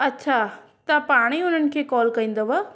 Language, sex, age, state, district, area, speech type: Sindhi, female, 30-45, Maharashtra, Thane, urban, spontaneous